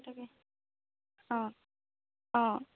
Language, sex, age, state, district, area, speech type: Assamese, female, 18-30, Assam, Golaghat, urban, conversation